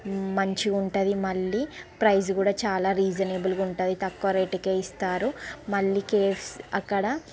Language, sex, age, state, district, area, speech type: Telugu, female, 45-60, Andhra Pradesh, Srikakulam, urban, spontaneous